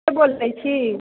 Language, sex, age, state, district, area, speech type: Maithili, female, 30-45, Bihar, Sitamarhi, rural, conversation